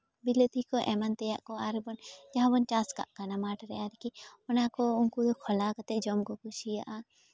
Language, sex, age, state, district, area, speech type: Santali, female, 18-30, West Bengal, Jhargram, rural, spontaneous